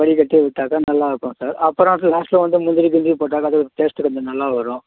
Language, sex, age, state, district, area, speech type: Tamil, male, 30-45, Tamil Nadu, Krishnagiri, rural, conversation